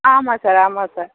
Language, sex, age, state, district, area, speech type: Tamil, female, 60+, Tamil Nadu, Mayiladuthurai, urban, conversation